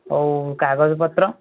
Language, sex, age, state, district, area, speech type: Odia, male, 18-30, Odisha, Balasore, rural, conversation